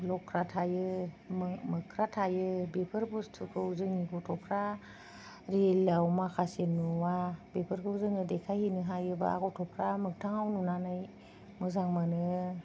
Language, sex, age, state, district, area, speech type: Bodo, female, 45-60, Assam, Kokrajhar, urban, spontaneous